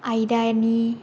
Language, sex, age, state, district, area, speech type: Bodo, female, 18-30, Assam, Kokrajhar, rural, spontaneous